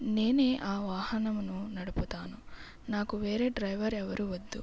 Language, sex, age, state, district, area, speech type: Telugu, female, 18-30, Andhra Pradesh, West Godavari, rural, spontaneous